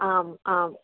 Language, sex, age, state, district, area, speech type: Sanskrit, female, 45-60, Tamil Nadu, Kanyakumari, urban, conversation